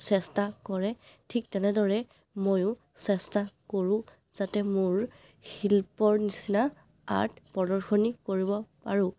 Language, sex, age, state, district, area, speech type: Assamese, female, 30-45, Assam, Charaideo, urban, spontaneous